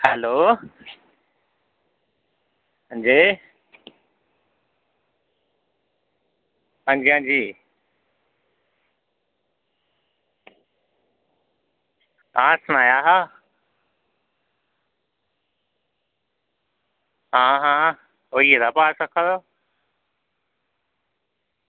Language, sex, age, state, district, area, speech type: Dogri, male, 18-30, Jammu and Kashmir, Samba, rural, conversation